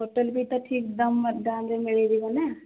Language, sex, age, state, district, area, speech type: Odia, female, 30-45, Odisha, Sundergarh, urban, conversation